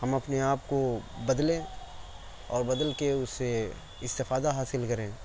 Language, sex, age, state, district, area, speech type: Urdu, male, 30-45, Uttar Pradesh, Mau, urban, spontaneous